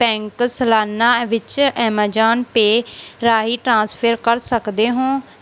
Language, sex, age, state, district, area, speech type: Punjabi, female, 18-30, Punjab, Mansa, rural, read